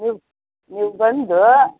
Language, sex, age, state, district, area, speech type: Kannada, female, 60+, Karnataka, Mysore, rural, conversation